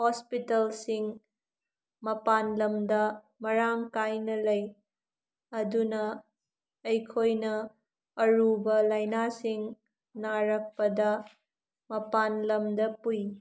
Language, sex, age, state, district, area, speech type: Manipuri, female, 18-30, Manipur, Tengnoupal, rural, spontaneous